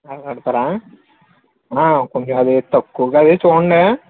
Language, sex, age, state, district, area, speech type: Telugu, male, 30-45, Andhra Pradesh, East Godavari, rural, conversation